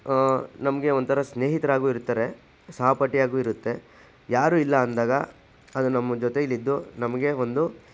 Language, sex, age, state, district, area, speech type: Kannada, male, 60+, Karnataka, Chitradurga, rural, spontaneous